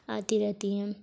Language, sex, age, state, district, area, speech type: Urdu, female, 45-60, Uttar Pradesh, Lucknow, urban, spontaneous